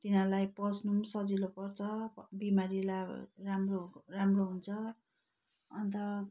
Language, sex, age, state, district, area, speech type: Nepali, female, 45-60, West Bengal, Darjeeling, rural, spontaneous